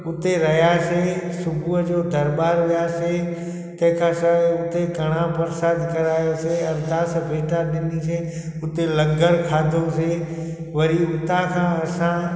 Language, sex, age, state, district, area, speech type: Sindhi, male, 45-60, Gujarat, Junagadh, rural, spontaneous